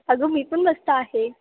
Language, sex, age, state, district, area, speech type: Marathi, female, 18-30, Maharashtra, Ahmednagar, rural, conversation